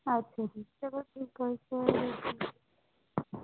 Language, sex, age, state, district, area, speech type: Punjabi, female, 30-45, Punjab, Hoshiarpur, rural, conversation